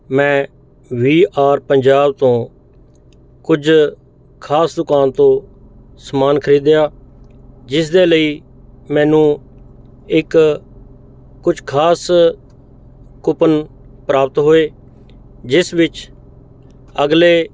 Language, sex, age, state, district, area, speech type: Punjabi, male, 45-60, Punjab, Mohali, urban, spontaneous